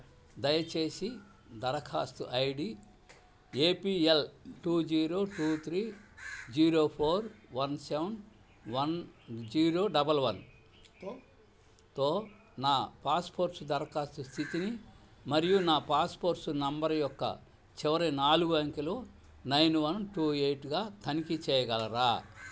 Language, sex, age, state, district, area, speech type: Telugu, male, 60+, Andhra Pradesh, Bapatla, urban, read